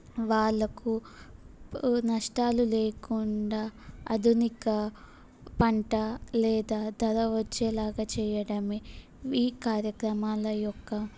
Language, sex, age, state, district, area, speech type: Telugu, female, 18-30, Telangana, Yadadri Bhuvanagiri, urban, spontaneous